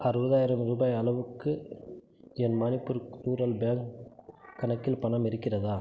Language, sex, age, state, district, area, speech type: Tamil, male, 30-45, Tamil Nadu, Krishnagiri, rural, read